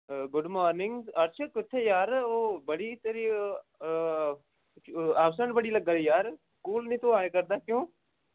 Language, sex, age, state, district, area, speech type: Dogri, male, 18-30, Jammu and Kashmir, Samba, rural, conversation